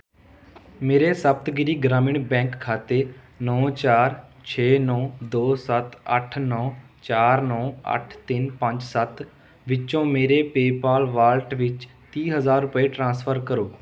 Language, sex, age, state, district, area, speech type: Punjabi, male, 18-30, Punjab, Rupnagar, rural, read